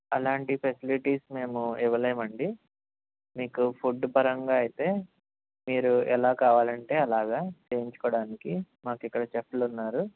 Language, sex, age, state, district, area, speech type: Telugu, male, 30-45, Andhra Pradesh, Anantapur, urban, conversation